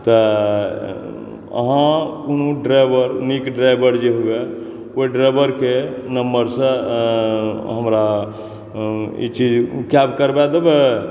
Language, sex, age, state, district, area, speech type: Maithili, male, 30-45, Bihar, Supaul, rural, spontaneous